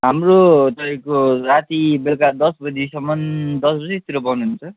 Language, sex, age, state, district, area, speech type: Nepali, male, 45-60, West Bengal, Darjeeling, rural, conversation